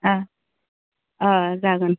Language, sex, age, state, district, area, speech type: Bodo, female, 30-45, Assam, Udalguri, urban, conversation